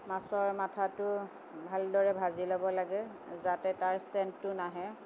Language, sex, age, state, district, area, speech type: Assamese, female, 45-60, Assam, Tinsukia, urban, spontaneous